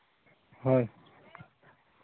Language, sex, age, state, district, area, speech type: Santali, male, 30-45, Jharkhand, Seraikela Kharsawan, rural, conversation